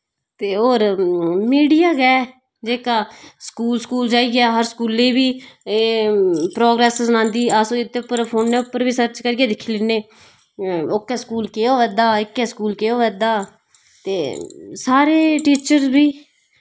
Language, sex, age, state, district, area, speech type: Dogri, female, 30-45, Jammu and Kashmir, Udhampur, rural, spontaneous